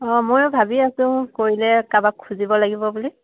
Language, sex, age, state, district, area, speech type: Assamese, female, 18-30, Assam, Dhemaji, urban, conversation